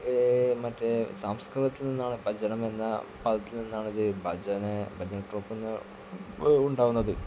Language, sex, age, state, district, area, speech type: Malayalam, male, 18-30, Kerala, Malappuram, rural, spontaneous